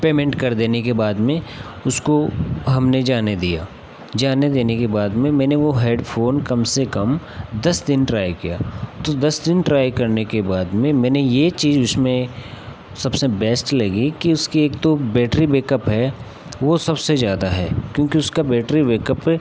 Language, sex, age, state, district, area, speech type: Hindi, male, 18-30, Rajasthan, Nagaur, rural, spontaneous